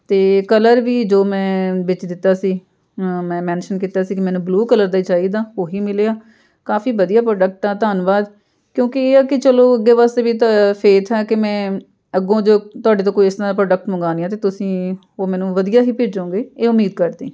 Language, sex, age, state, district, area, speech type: Punjabi, female, 30-45, Punjab, Amritsar, urban, spontaneous